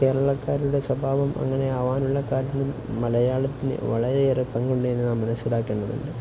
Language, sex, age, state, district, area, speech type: Malayalam, male, 18-30, Kerala, Kozhikode, rural, spontaneous